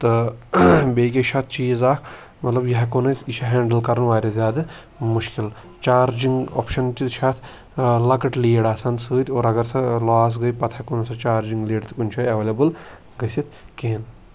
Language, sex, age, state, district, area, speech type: Kashmiri, male, 18-30, Jammu and Kashmir, Pulwama, rural, spontaneous